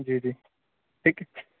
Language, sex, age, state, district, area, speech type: Urdu, male, 18-30, Delhi, Central Delhi, urban, conversation